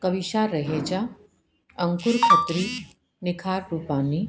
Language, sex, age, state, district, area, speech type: Sindhi, female, 45-60, Uttar Pradesh, Lucknow, urban, spontaneous